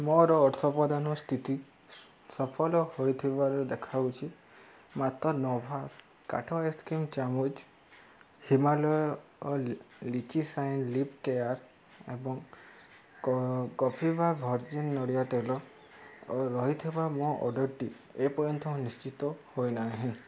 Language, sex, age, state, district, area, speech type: Odia, male, 18-30, Odisha, Subarnapur, urban, read